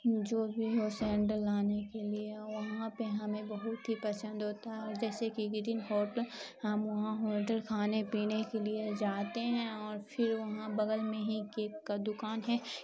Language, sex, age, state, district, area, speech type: Urdu, female, 18-30, Bihar, Khagaria, rural, spontaneous